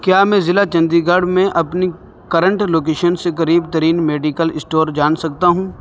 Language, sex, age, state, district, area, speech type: Urdu, male, 18-30, Uttar Pradesh, Saharanpur, urban, read